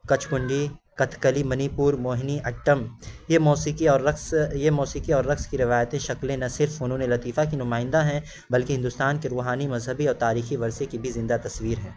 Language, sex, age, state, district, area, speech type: Urdu, male, 18-30, Uttar Pradesh, Azamgarh, rural, spontaneous